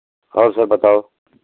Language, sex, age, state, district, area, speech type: Hindi, male, 60+, Uttar Pradesh, Pratapgarh, rural, conversation